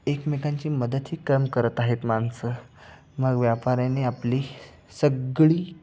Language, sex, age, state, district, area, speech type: Marathi, male, 18-30, Maharashtra, Sangli, urban, spontaneous